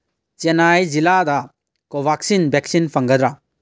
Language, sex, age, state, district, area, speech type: Manipuri, male, 18-30, Manipur, Kangpokpi, urban, read